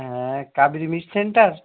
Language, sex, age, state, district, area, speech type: Bengali, male, 18-30, West Bengal, Birbhum, urban, conversation